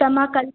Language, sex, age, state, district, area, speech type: Sindhi, female, 18-30, Madhya Pradesh, Katni, urban, conversation